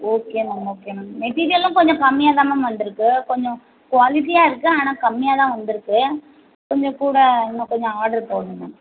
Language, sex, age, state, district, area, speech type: Tamil, female, 30-45, Tamil Nadu, Tirunelveli, urban, conversation